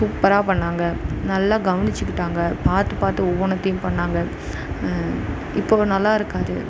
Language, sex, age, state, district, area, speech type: Tamil, female, 18-30, Tamil Nadu, Tiruvannamalai, urban, spontaneous